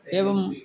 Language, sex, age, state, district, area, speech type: Sanskrit, male, 45-60, Tamil Nadu, Tiruvannamalai, urban, spontaneous